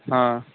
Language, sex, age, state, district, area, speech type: Hindi, male, 30-45, Bihar, Vaishali, urban, conversation